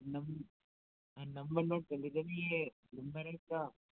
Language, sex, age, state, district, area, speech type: Hindi, male, 60+, Rajasthan, Jaipur, urban, conversation